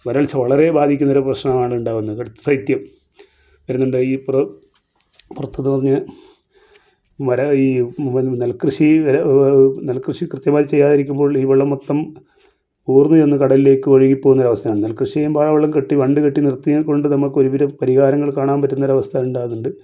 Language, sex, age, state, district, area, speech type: Malayalam, male, 45-60, Kerala, Kasaragod, rural, spontaneous